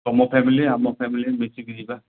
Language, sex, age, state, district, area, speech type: Odia, male, 45-60, Odisha, Koraput, urban, conversation